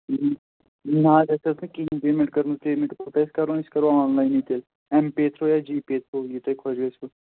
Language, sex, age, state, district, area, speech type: Kashmiri, male, 18-30, Jammu and Kashmir, Pulwama, rural, conversation